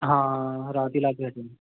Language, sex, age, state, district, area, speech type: Punjabi, male, 30-45, Punjab, Patiala, urban, conversation